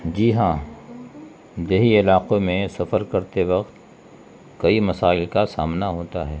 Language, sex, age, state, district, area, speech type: Urdu, male, 45-60, Bihar, Gaya, rural, spontaneous